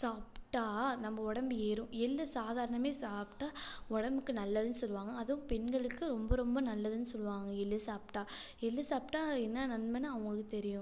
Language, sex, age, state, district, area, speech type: Tamil, female, 18-30, Tamil Nadu, Tiruchirappalli, rural, spontaneous